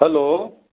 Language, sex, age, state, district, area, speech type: Nepali, male, 60+, West Bengal, Kalimpong, rural, conversation